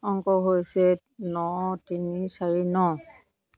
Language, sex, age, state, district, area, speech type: Assamese, female, 60+, Assam, Dhemaji, rural, read